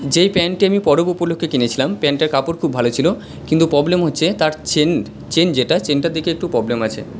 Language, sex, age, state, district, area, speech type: Bengali, male, 45-60, West Bengal, Purba Bardhaman, urban, spontaneous